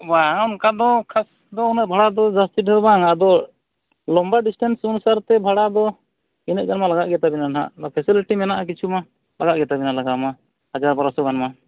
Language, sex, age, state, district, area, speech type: Santali, male, 30-45, Jharkhand, East Singhbhum, rural, conversation